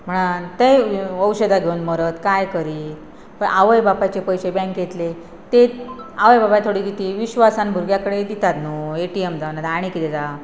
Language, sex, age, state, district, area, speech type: Goan Konkani, female, 30-45, Goa, Pernem, rural, spontaneous